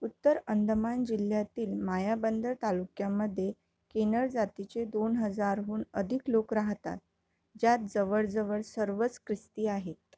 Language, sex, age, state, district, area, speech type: Marathi, female, 18-30, Maharashtra, Amravati, rural, read